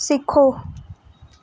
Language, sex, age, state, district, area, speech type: Dogri, female, 18-30, Jammu and Kashmir, Reasi, rural, read